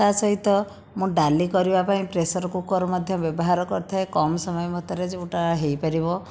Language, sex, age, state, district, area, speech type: Odia, female, 30-45, Odisha, Bhadrak, rural, spontaneous